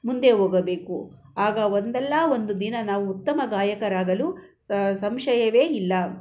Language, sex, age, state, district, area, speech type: Kannada, female, 45-60, Karnataka, Bangalore Rural, rural, spontaneous